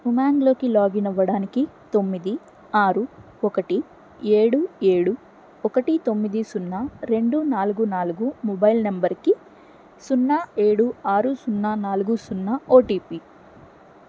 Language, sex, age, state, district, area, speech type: Telugu, female, 60+, Andhra Pradesh, N T Rama Rao, urban, read